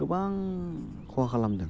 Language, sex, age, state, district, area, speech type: Bodo, male, 18-30, Assam, Udalguri, urban, spontaneous